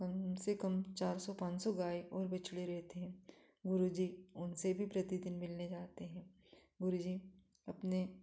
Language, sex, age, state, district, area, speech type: Hindi, female, 45-60, Madhya Pradesh, Ujjain, rural, spontaneous